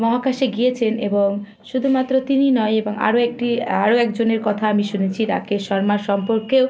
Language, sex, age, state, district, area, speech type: Bengali, female, 18-30, West Bengal, Malda, rural, spontaneous